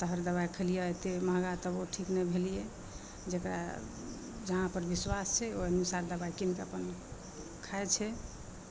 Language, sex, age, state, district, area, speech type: Maithili, female, 45-60, Bihar, Madhepura, urban, spontaneous